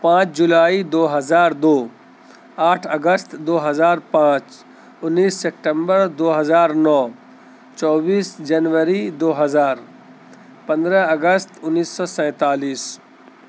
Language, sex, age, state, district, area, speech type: Urdu, male, 30-45, Delhi, Central Delhi, urban, spontaneous